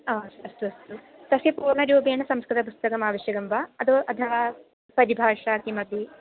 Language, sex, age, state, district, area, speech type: Sanskrit, female, 18-30, Kerala, Palakkad, rural, conversation